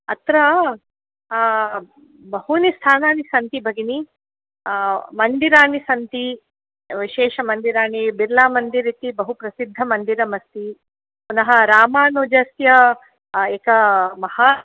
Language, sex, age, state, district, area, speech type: Sanskrit, female, 45-60, Karnataka, Udupi, urban, conversation